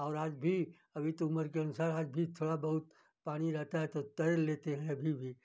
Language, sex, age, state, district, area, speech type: Hindi, male, 60+, Uttar Pradesh, Ghazipur, rural, spontaneous